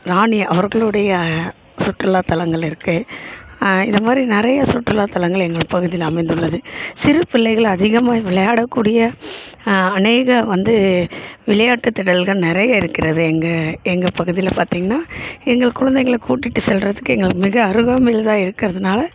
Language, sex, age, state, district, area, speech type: Tamil, female, 30-45, Tamil Nadu, Chennai, urban, spontaneous